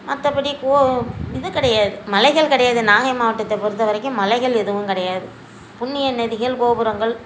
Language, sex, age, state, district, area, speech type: Tamil, female, 60+, Tamil Nadu, Nagapattinam, rural, spontaneous